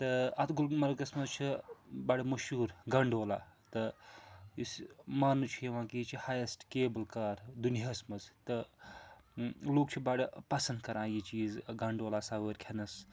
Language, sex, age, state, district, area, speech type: Kashmiri, male, 45-60, Jammu and Kashmir, Srinagar, urban, spontaneous